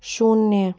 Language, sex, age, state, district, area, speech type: Hindi, female, 30-45, Rajasthan, Jaipur, urban, read